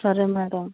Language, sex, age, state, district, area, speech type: Telugu, female, 30-45, Andhra Pradesh, Nellore, rural, conversation